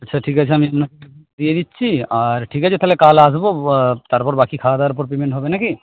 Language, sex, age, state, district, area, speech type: Bengali, male, 60+, West Bengal, Jhargram, rural, conversation